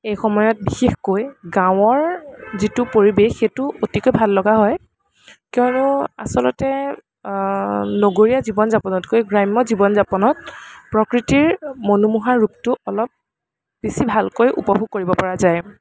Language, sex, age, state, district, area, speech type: Assamese, female, 18-30, Assam, Kamrup Metropolitan, urban, spontaneous